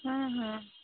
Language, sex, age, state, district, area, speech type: Maithili, female, 30-45, Bihar, Muzaffarpur, rural, conversation